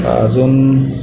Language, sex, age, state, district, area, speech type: Marathi, male, 45-60, Maharashtra, Akola, urban, spontaneous